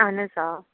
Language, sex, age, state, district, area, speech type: Kashmiri, female, 45-60, Jammu and Kashmir, Srinagar, urban, conversation